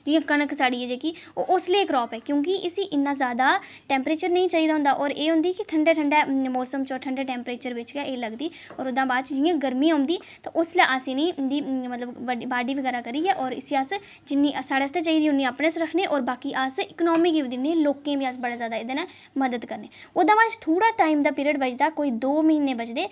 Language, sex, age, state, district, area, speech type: Dogri, female, 30-45, Jammu and Kashmir, Udhampur, urban, spontaneous